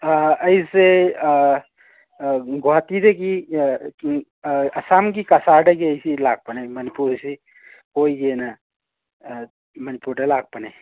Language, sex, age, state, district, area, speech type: Manipuri, male, 30-45, Manipur, Imphal East, rural, conversation